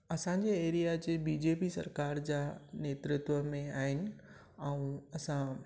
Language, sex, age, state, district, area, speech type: Sindhi, male, 45-60, Rajasthan, Ajmer, rural, spontaneous